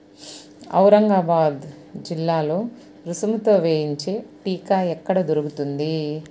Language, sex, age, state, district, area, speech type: Telugu, female, 45-60, Andhra Pradesh, Nellore, rural, read